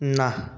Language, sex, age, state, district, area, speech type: Bengali, male, 18-30, West Bengal, Jalpaiguri, rural, read